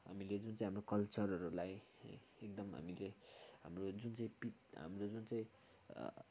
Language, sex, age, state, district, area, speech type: Nepali, male, 18-30, West Bengal, Kalimpong, rural, spontaneous